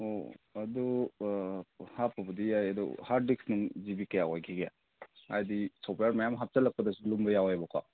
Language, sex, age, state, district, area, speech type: Manipuri, male, 45-60, Manipur, Kangpokpi, urban, conversation